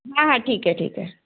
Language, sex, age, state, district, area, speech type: Marathi, female, 30-45, Maharashtra, Thane, urban, conversation